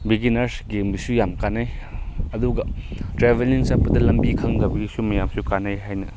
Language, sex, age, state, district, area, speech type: Manipuri, male, 18-30, Manipur, Chandel, rural, spontaneous